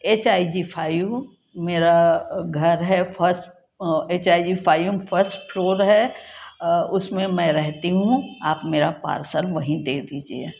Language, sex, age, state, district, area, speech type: Hindi, female, 60+, Madhya Pradesh, Jabalpur, urban, spontaneous